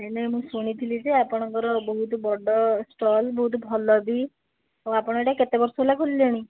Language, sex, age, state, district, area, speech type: Odia, female, 60+, Odisha, Jajpur, rural, conversation